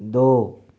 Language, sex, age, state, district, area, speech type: Hindi, male, 60+, Rajasthan, Jaipur, urban, read